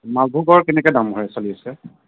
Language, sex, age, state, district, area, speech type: Assamese, male, 30-45, Assam, Nagaon, rural, conversation